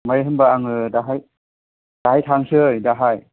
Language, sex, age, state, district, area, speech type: Bodo, male, 30-45, Assam, Kokrajhar, rural, conversation